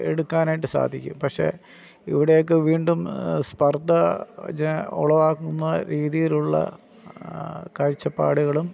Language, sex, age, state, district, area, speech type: Malayalam, male, 45-60, Kerala, Alappuzha, rural, spontaneous